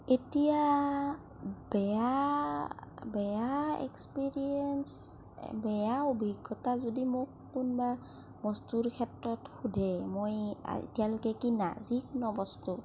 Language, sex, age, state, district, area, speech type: Assamese, female, 30-45, Assam, Kamrup Metropolitan, rural, spontaneous